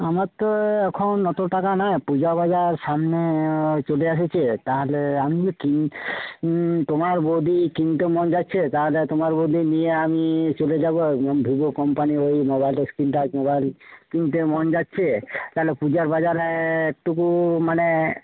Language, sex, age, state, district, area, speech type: Bengali, male, 30-45, West Bengal, Uttar Dinajpur, urban, conversation